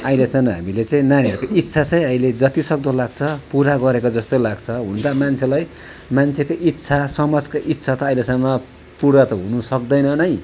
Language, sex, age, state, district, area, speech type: Nepali, male, 60+, West Bengal, Darjeeling, rural, spontaneous